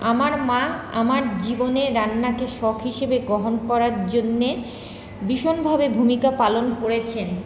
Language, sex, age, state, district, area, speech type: Bengali, female, 30-45, West Bengal, Paschim Bardhaman, urban, spontaneous